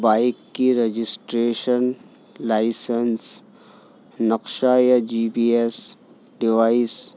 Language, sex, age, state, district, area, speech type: Urdu, male, 30-45, Delhi, New Delhi, urban, spontaneous